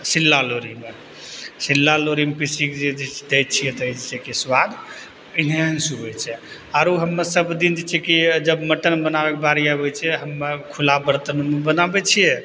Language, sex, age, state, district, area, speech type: Maithili, male, 30-45, Bihar, Purnia, rural, spontaneous